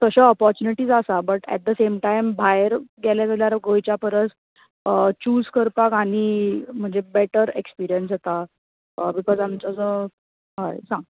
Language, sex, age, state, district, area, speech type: Goan Konkani, female, 18-30, Goa, Bardez, urban, conversation